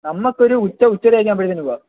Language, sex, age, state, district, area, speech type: Malayalam, male, 18-30, Kerala, Kollam, rural, conversation